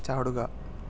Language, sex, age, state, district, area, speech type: Malayalam, male, 18-30, Kerala, Palakkad, rural, read